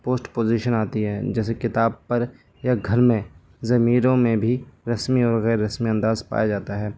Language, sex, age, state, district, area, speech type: Urdu, male, 18-30, Delhi, New Delhi, rural, spontaneous